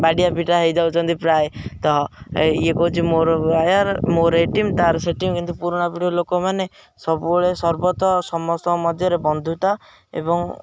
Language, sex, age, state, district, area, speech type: Odia, male, 18-30, Odisha, Jagatsinghpur, rural, spontaneous